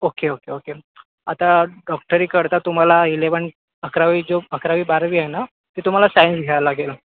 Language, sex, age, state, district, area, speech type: Marathi, female, 18-30, Maharashtra, Nagpur, urban, conversation